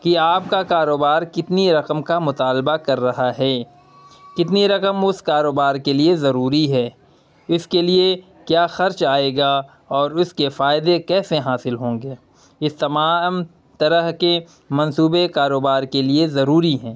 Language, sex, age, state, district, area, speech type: Urdu, male, 30-45, Bihar, Purnia, rural, spontaneous